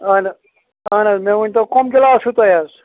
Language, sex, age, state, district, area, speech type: Kashmiri, male, 45-60, Jammu and Kashmir, Ganderbal, rural, conversation